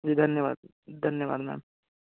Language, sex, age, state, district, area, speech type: Hindi, male, 18-30, Madhya Pradesh, Bhopal, rural, conversation